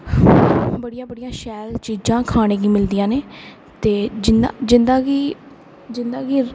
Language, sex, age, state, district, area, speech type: Dogri, female, 18-30, Jammu and Kashmir, Kathua, rural, spontaneous